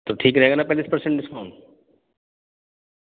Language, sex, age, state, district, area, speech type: Urdu, male, 30-45, Delhi, North East Delhi, urban, conversation